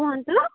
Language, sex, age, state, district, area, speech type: Odia, female, 18-30, Odisha, Sambalpur, rural, conversation